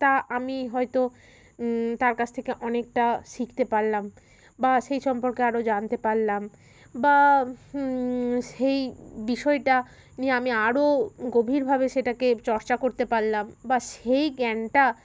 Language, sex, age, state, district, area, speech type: Bengali, female, 30-45, West Bengal, Birbhum, urban, spontaneous